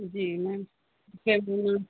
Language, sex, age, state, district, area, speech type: Hindi, female, 30-45, Uttar Pradesh, Azamgarh, rural, conversation